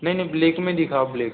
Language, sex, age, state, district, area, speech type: Hindi, male, 18-30, Madhya Pradesh, Balaghat, rural, conversation